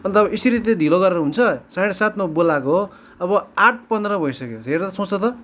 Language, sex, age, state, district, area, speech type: Nepali, male, 30-45, West Bengal, Kalimpong, rural, spontaneous